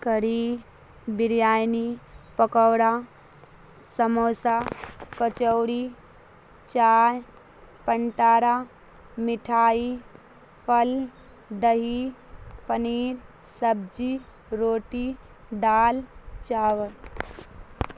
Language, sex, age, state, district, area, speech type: Urdu, female, 45-60, Bihar, Supaul, rural, spontaneous